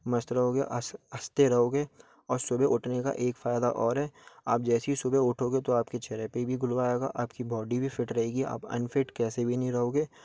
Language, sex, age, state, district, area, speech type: Hindi, male, 18-30, Madhya Pradesh, Gwalior, urban, spontaneous